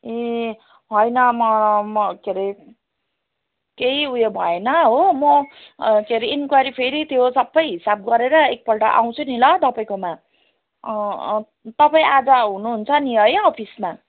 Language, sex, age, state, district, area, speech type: Nepali, female, 45-60, West Bengal, Jalpaiguri, urban, conversation